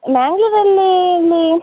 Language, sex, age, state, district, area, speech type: Kannada, female, 18-30, Karnataka, Dakshina Kannada, rural, conversation